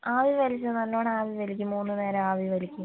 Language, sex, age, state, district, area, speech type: Malayalam, female, 45-60, Kerala, Kozhikode, urban, conversation